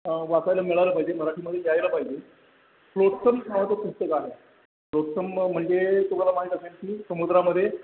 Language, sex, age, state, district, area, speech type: Marathi, male, 60+, Maharashtra, Satara, urban, conversation